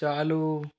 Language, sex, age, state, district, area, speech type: Hindi, male, 30-45, Rajasthan, Jaipur, urban, read